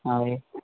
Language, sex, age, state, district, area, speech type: Telugu, male, 45-60, Andhra Pradesh, East Godavari, urban, conversation